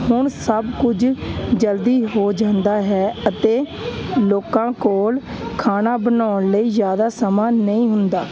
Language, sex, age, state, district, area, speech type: Punjabi, female, 30-45, Punjab, Hoshiarpur, urban, spontaneous